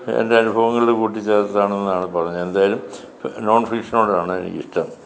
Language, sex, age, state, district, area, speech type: Malayalam, male, 60+, Kerala, Kollam, rural, spontaneous